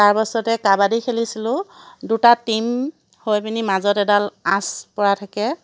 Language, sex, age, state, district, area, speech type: Assamese, female, 45-60, Assam, Charaideo, urban, spontaneous